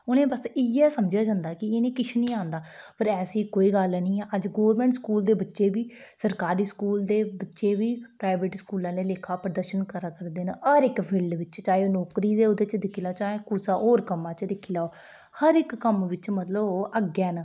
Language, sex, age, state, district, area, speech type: Dogri, female, 18-30, Jammu and Kashmir, Udhampur, rural, spontaneous